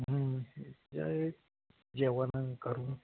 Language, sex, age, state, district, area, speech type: Marathi, male, 30-45, Maharashtra, Nagpur, rural, conversation